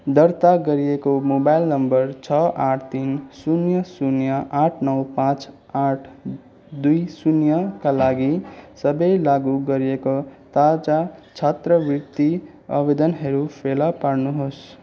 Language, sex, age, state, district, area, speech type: Nepali, male, 18-30, West Bengal, Darjeeling, rural, read